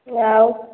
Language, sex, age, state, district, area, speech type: Odia, female, 30-45, Odisha, Khordha, rural, conversation